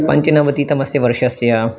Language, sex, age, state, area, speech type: Sanskrit, male, 30-45, Madhya Pradesh, urban, spontaneous